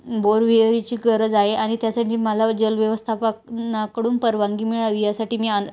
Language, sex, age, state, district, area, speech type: Marathi, female, 18-30, Maharashtra, Ahmednagar, rural, spontaneous